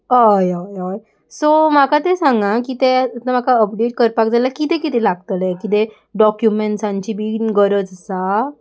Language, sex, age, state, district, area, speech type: Goan Konkani, female, 18-30, Goa, Salcete, urban, spontaneous